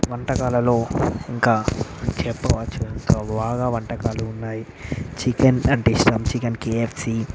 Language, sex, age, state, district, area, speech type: Telugu, male, 30-45, Andhra Pradesh, Visakhapatnam, urban, spontaneous